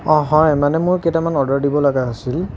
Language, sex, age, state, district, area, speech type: Assamese, male, 30-45, Assam, Nalbari, rural, spontaneous